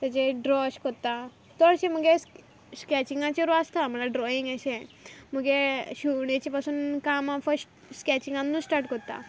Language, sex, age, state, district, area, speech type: Goan Konkani, female, 18-30, Goa, Quepem, rural, spontaneous